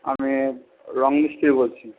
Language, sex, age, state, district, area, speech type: Bengali, male, 18-30, West Bengal, Purba Bardhaman, urban, conversation